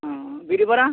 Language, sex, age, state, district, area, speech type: Odia, male, 45-60, Odisha, Bargarh, urban, conversation